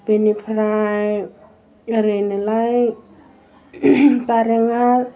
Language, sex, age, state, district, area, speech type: Bodo, female, 30-45, Assam, Udalguri, rural, spontaneous